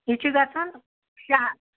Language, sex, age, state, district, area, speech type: Kashmiri, female, 60+, Jammu and Kashmir, Anantnag, rural, conversation